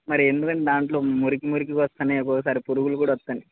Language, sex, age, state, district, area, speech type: Telugu, male, 18-30, Telangana, Khammam, urban, conversation